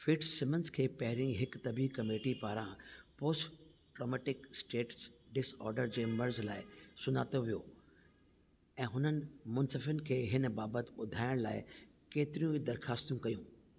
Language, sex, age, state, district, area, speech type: Sindhi, male, 45-60, Delhi, South Delhi, urban, read